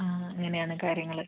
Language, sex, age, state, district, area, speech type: Malayalam, female, 30-45, Kerala, Palakkad, rural, conversation